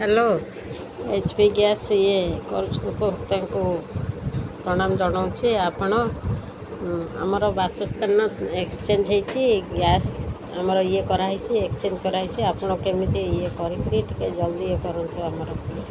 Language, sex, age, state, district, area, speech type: Odia, female, 45-60, Odisha, Sundergarh, rural, spontaneous